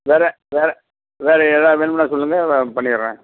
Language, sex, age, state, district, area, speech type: Tamil, male, 60+, Tamil Nadu, Perambalur, rural, conversation